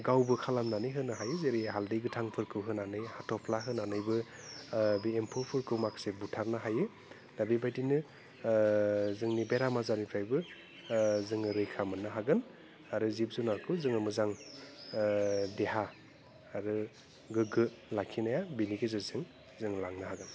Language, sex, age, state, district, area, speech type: Bodo, male, 30-45, Assam, Udalguri, urban, spontaneous